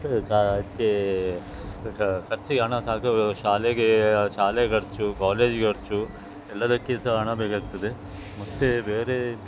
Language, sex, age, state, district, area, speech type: Kannada, male, 45-60, Karnataka, Dakshina Kannada, rural, spontaneous